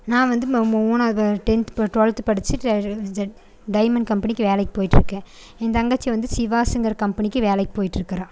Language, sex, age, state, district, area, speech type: Tamil, female, 18-30, Tamil Nadu, Coimbatore, rural, spontaneous